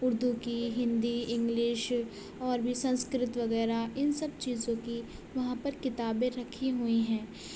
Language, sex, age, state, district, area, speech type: Urdu, female, 18-30, Uttar Pradesh, Gautam Buddha Nagar, rural, spontaneous